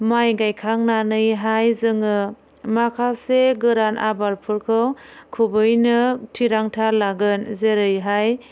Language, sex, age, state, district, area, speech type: Bodo, female, 30-45, Assam, Chirang, rural, spontaneous